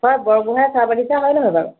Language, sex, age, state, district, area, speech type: Assamese, female, 30-45, Assam, Dhemaji, urban, conversation